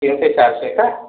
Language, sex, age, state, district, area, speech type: Marathi, male, 60+, Maharashtra, Yavatmal, urban, conversation